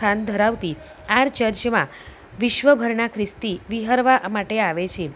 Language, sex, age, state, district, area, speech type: Gujarati, female, 30-45, Gujarat, Kheda, rural, spontaneous